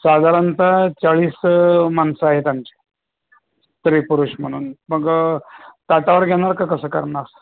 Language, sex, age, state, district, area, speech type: Marathi, male, 60+, Maharashtra, Osmanabad, rural, conversation